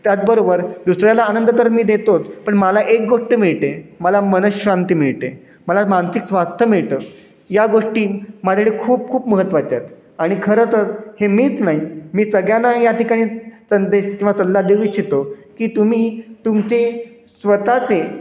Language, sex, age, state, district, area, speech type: Marathi, male, 30-45, Maharashtra, Satara, urban, spontaneous